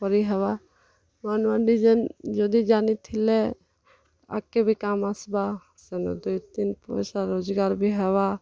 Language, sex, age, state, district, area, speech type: Odia, female, 18-30, Odisha, Kalahandi, rural, spontaneous